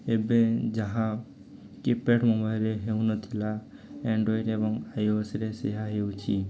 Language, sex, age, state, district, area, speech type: Odia, male, 18-30, Odisha, Nuapada, urban, spontaneous